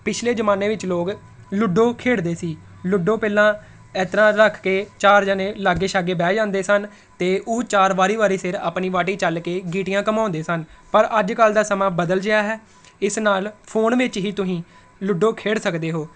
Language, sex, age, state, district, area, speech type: Punjabi, female, 18-30, Punjab, Tarn Taran, urban, spontaneous